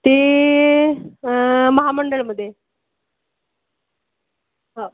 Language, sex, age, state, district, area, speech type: Marathi, female, 30-45, Maharashtra, Akola, urban, conversation